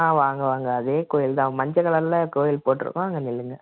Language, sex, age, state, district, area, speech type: Tamil, male, 18-30, Tamil Nadu, Salem, rural, conversation